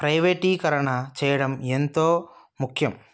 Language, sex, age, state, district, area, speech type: Telugu, male, 30-45, Telangana, Sangareddy, urban, spontaneous